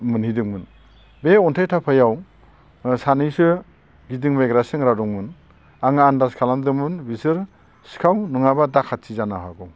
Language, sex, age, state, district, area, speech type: Bodo, male, 60+, Assam, Baksa, urban, spontaneous